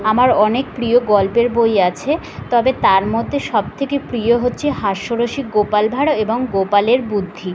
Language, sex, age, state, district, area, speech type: Bengali, female, 30-45, West Bengal, Kolkata, urban, spontaneous